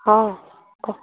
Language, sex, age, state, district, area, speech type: Odia, female, 18-30, Odisha, Balangir, urban, conversation